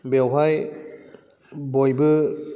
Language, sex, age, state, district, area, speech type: Bodo, male, 30-45, Assam, Kokrajhar, rural, spontaneous